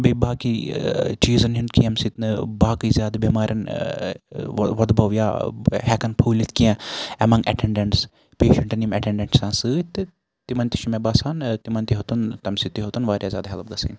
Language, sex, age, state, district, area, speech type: Kashmiri, male, 45-60, Jammu and Kashmir, Srinagar, urban, spontaneous